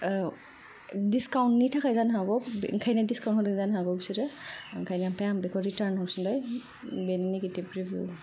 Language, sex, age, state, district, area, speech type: Bodo, female, 18-30, Assam, Kokrajhar, rural, spontaneous